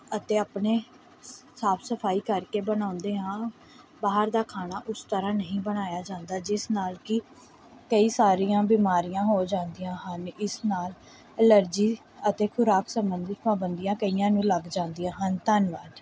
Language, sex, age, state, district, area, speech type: Punjabi, female, 18-30, Punjab, Pathankot, urban, spontaneous